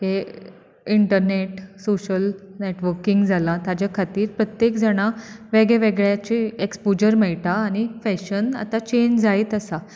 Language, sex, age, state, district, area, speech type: Goan Konkani, female, 30-45, Goa, Bardez, urban, spontaneous